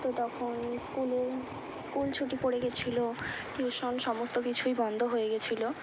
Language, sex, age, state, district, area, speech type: Bengali, female, 18-30, West Bengal, Hooghly, urban, spontaneous